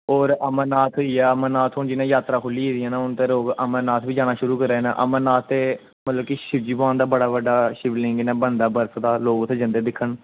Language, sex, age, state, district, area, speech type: Dogri, male, 18-30, Jammu and Kashmir, Kathua, rural, conversation